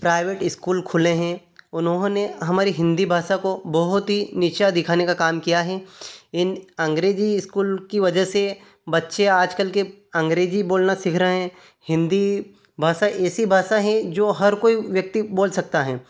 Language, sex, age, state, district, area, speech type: Hindi, male, 30-45, Madhya Pradesh, Ujjain, rural, spontaneous